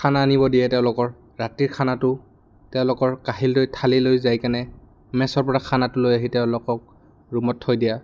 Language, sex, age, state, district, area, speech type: Assamese, male, 18-30, Assam, Goalpara, urban, spontaneous